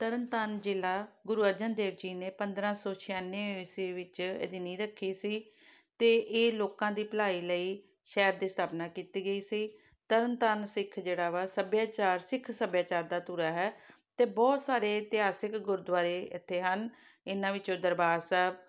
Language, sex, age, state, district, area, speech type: Punjabi, female, 45-60, Punjab, Tarn Taran, urban, spontaneous